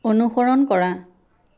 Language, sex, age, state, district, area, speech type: Assamese, female, 45-60, Assam, Sivasagar, rural, read